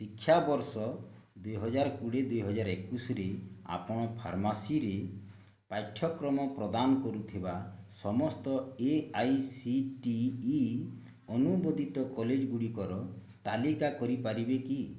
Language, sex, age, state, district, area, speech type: Odia, male, 30-45, Odisha, Bargarh, rural, read